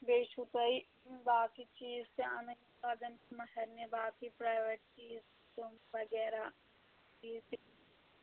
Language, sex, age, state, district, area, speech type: Kashmiri, female, 18-30, Jammu and Kashmir, Anantnag, rural, conversation